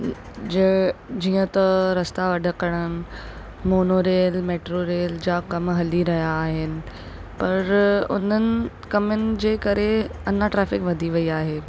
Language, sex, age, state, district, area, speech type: Sindhi, female, 18-30, Maharashtra, Mumbai Suburban, urban, spontaneous